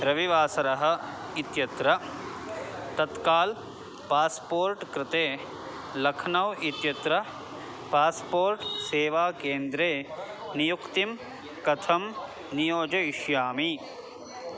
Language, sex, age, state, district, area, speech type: Sanskrit, male, 30-45, Karnataka, Bangalore Urban, urban, read